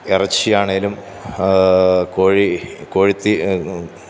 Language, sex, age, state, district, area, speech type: Malayalam, male, 45-60, Kerala, Pathanamthitta, rural, spontaneous